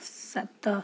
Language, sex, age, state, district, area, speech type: Odia, female, 60+, Odisha, Cuttack, urban, read